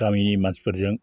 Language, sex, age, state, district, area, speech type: Bodo, male, 60+, Assam, Chirang, rural, spontaneous